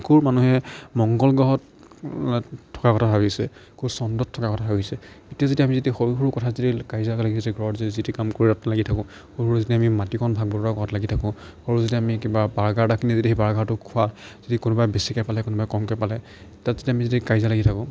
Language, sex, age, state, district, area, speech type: Assamese, male, 45-60, Assam, Morigaon, rural, spontaneous